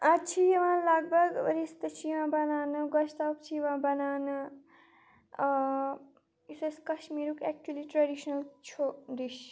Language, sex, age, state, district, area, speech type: Kashmiri, female, 45-60, Jammu and Kashmir, Kupwara, rural, spontaneous